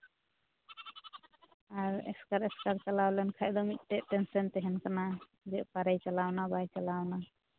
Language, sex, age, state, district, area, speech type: Santali, female, 18-30, West Bengal, Uttar Dinajpur, rural, conversation